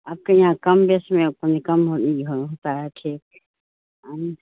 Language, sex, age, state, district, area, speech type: Urdu, female, 60+, Bihar, Supaul, rural, conversation